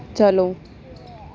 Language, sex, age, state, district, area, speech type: Urdu, female, 18-30, Uttar Pradesh, Aligarh, urban, read